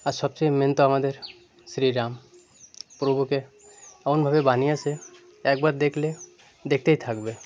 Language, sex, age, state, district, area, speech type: Bengali, male, 30-45, West Bengal, Birbhum, urban, spontaneous